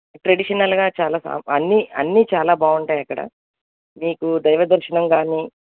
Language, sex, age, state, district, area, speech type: Telugu, female, 45-60, Andhra Pradesh, Eluru, urban, conversation